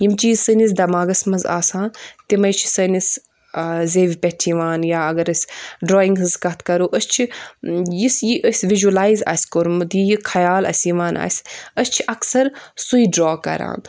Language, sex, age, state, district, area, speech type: Kashmiri, female, 18-30, Jammu and Kashmir, Budgam, urban, spontaneous